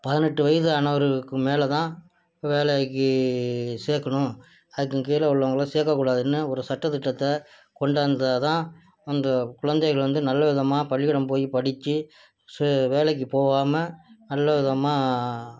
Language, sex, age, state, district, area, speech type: Tamil, male, 60+, Tamil Nadu, Nagapattinam, rural, spontaneous